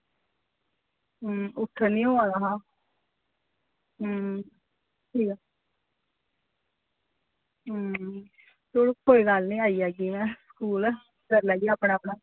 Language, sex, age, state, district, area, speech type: Dogri, female, 30-45, Jammu and Kashmir, Samba, urban, conversation